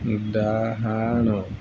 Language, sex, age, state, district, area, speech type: Odia, male, 30-45, Odisha, Subarnapur, urban, read